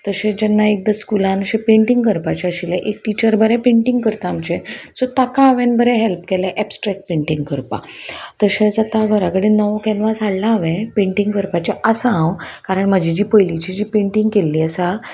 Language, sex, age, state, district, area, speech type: Goan Konkani, female, 30-45, Goa, Salcete, rural, spontaneous